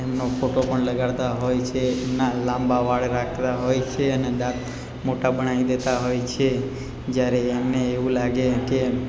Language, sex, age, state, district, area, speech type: Gujarati, male, 30-45, Gujarat, Narmada, rural, spontaneous